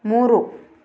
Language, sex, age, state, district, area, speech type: Kannada, female, 45-60, Karnataka, Bidar, urban, read